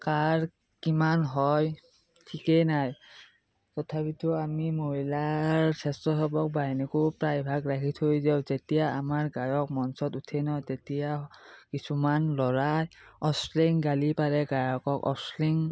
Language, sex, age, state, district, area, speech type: Assamese, male, 30-45, Assam, Darrang, rural, spontaneous